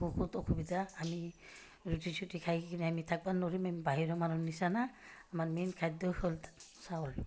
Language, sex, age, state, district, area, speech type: Assamese, female, 45-60, Assam, Udalguri, rural, spontaneous